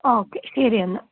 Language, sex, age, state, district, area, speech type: Malayalam, female, 18-30, Kerala, Kottayam, rural, conversation